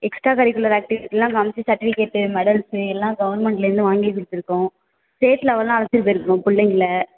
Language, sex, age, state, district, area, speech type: Tamil, female, 18-30, Tamil Nadu, Tiruvarur, rural, conversation